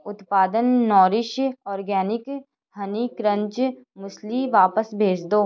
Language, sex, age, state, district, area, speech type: Punjabi, female, 18-30, Punjab, Shaheed Bhagat Singh Nagar, rural, read